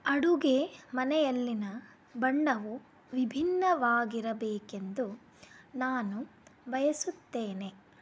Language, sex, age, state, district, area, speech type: Kannada, female, 30-45, Karnataka, Shimoga, rural, read